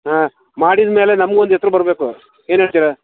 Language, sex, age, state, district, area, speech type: Kannada, male, 60+, Karnataka, Shimoga, rural, conversation